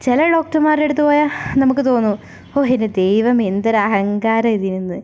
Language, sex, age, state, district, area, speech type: Malayalam, female, 18-30, Kerala, Wayanad, rural, spontaneous